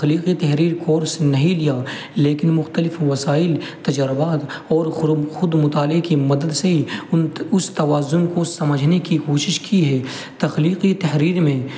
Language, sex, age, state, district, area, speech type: Urdu, male, 18-30, Uttar Pradesh, Muzaffarnagar, urban, spontaneous